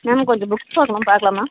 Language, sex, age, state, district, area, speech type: Tamil, female, 18-30, Tamil Nadu, Dharmapuri, rural, conversation